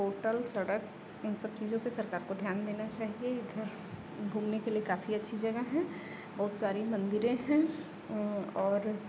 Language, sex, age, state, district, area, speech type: Hindi, female, 18-30, Uttar Pradesh, Chandauli, rural, spontaneous